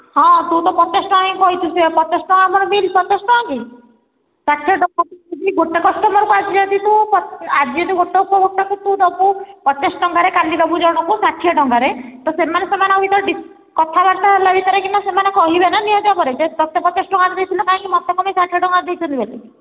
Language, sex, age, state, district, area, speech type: Odia, female, 18-30, Odisha, Nayagarh, rural, conversation